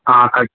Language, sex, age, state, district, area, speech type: Telugu, male, 18-30, Telangana, Komaram Bheem, urban, conversation